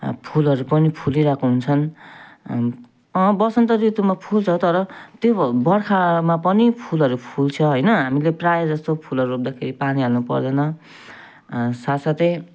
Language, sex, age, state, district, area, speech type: Nepali, male, 30-45, West Bengal, Jalpaiguri, rural, spontaneous